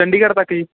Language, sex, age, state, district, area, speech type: Punjabi, male, 18-30, Punjab, Ludhiana, urban, conversation